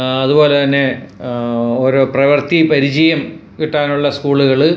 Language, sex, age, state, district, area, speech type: Malayalam, male, 60+, Kerala, Ernakulam, rural, spontaneous